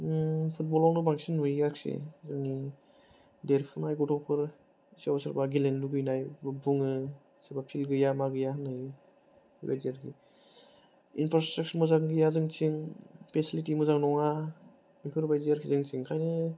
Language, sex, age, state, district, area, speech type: Bodo, male, 30-45, Assam, Kokrajhar, rural, spontaneous